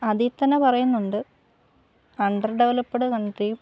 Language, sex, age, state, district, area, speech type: Malayalam, female, 18-30, Kerala, Kottayam, rural, spontaneous